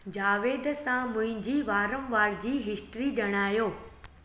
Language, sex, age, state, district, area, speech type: Sindhi, female, 30-45, Gujarat, Surat, urban, read